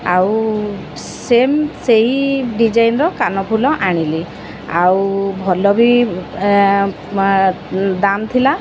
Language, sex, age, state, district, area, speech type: Odia, female, 45-60, Odisha, Sundergarh, urban, spontaneous